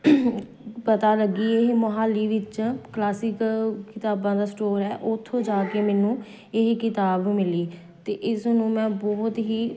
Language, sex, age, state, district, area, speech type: Punjabi, female, 30-45, Punjab, Amritsar, urban, spontaneous